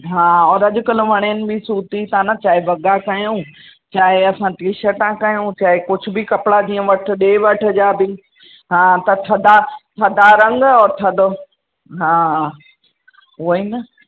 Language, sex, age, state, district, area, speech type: Sindhi, female, 45-60, Uttar Pradesh, Lucknow, rural, conversation